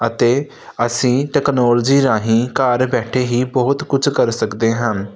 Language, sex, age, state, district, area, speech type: Punjabi, male, 18-30, Punjab, Hoshiarpur, urban, spontaneous